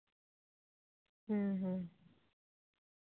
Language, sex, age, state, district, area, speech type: Santali, female, 18-30, West Bengal, Paschim Bardhaman, rural, conversation